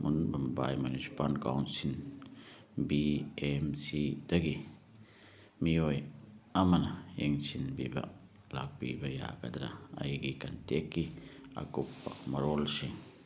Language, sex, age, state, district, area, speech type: Manipuri, male, 60+, Manipur, Churachandpur, urban, read